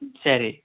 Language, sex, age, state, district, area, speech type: Tamil, male, 18-30, Tamil Nadu, Pudukkottai, rural, conversation